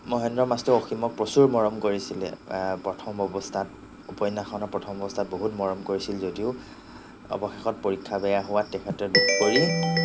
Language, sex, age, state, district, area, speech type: Assamese, male, 45-60, Assam, Nagaon, rural, spontaneous